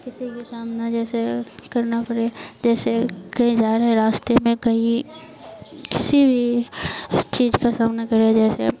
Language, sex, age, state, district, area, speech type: Hindi, female, 18-30, Bihar, Madhepura, rural, spontaneous